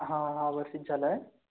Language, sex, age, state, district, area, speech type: Marathi, male, 18-30, Maharashtra, Gondia, rural, conversation